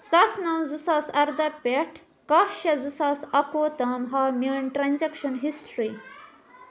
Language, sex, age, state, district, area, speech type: Kashmiri, female, 30-45, Jammu and Kashmir, Budgam, rural, read